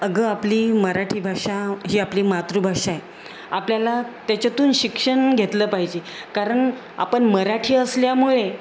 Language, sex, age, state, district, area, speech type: Marathi, female, 45-60, Maharashtra, Jalna, urban, spontaneous